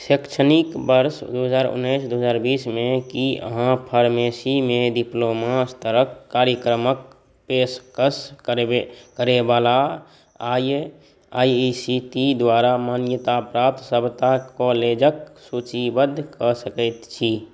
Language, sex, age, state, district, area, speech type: Maithili, male, 18-30, Bihar, Saharsa, rural, read